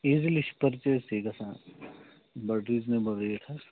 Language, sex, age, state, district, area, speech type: Kashmiri, male, 30-45, Jammu and Kashmir, Bandipora, rural, conversation